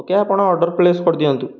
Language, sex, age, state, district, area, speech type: Odia, male, 18-30, Odisha, Jagatsinghpur, rural, spontaneous